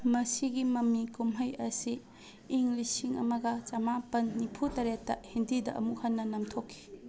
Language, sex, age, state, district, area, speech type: Manipuri, female, 30-45, Manipur, Chandel, rural, read